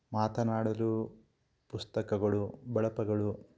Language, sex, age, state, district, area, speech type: Kannada, male, 45-60, Karnataka, Kolar, urban, spontaneous